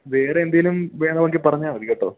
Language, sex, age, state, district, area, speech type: Malayalam, male, 18-30, Kerala, Idukki, rural, conversation